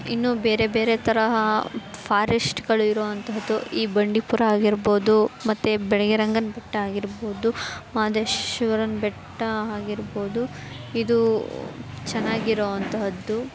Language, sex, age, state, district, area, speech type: Kannada, female, 18-30, Karnataka, Chamarajanagar, rural, spontaneous